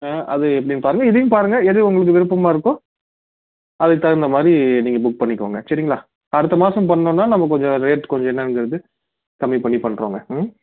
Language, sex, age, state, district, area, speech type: Tamil, male, 30-45, Tamil Nadu, Salem, urban, conversation